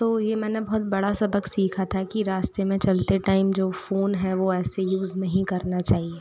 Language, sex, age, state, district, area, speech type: Hindi, female, 60+, Madhya Pradesh, Bhopal, urban, spontaneous